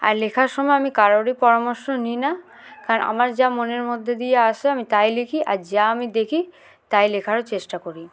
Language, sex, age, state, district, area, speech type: Bengali, female, 18-30, West Bengal, Hooghly, urban, spontaneous